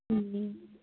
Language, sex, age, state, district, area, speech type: Nepali, female, 18-30, West Bengal, Jalpaiguri, rural, conversation